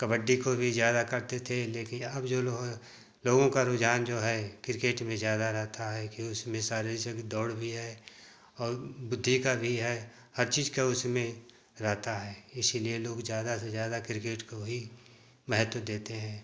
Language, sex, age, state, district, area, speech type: Hindi, male, 60+, Uttar Pradesh, Ghazipur, rural, spontaneous